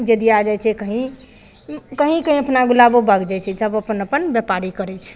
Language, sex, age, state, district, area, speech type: Maithili, female, 60+, Bihar, Madhepura, urban, spontaneous